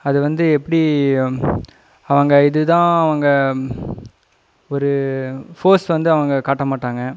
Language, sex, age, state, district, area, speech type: Tamil, male, 18-30, Tamil Nadu, Coimbatore, rural, spontaneous